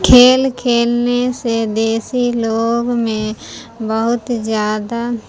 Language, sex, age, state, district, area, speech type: Urdu, female, 30-45, Bihar, Khagaria, rural, spontaneous